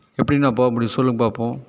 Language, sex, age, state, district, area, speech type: Tamil, male, 30-45, Tamil Nadu, Tiruppur, rural, spontaneous